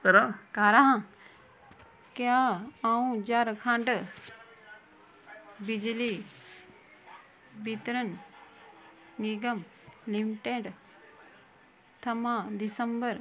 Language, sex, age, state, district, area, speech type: Dogri, female, 30-45, Jammu and Kashmir, Kathua, rural, read